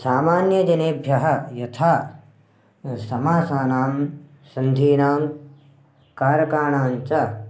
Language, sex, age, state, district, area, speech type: Sanskrit, male, 18-30, Karnataka, Raichur, urban, spontaneous